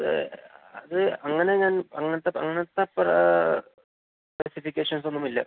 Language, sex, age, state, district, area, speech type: Malayalam, male, 18-30, Kerala, Palakkad, urban, conversation